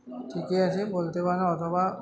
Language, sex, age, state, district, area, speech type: Bengali, male, 18-30, West Bengal, Uttar Dinajpur, rural, spontaneous